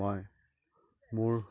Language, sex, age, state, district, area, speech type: Assamese, male, 18-30, Assam, Dibrugarh, rural, spontaneous